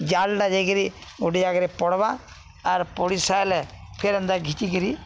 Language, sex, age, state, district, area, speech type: Odia, male, 45-60, Odisha, Balangir, urban, spontaneous